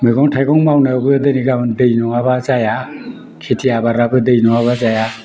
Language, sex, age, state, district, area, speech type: Bodo, male, 60+, Assam, Udalguri, rural, spontaneous